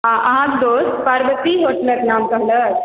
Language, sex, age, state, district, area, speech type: Maithili, female, 18-30, Bihar, Supaul, rural, conversation